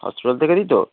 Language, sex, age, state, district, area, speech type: Bengali, male, 45-60, West Bengal, Dakshin Dinajpur, rural, conversation